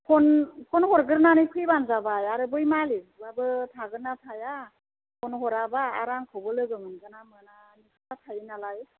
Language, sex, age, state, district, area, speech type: Bodo, female, 60+, Assam, Chirang, urban, conversation